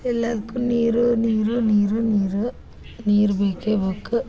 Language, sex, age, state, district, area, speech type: Kannada, female, 30-45, Karnataka, Dharwad, urban, spontaneous